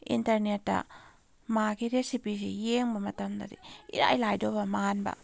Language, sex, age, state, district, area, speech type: Manipuri, female, 30-45, Manipur, Kakching, rural, spontaneous